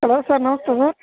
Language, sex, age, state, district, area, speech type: Kannada, male, 18-30, Karnataka, Chamarajanagar, rural, conversation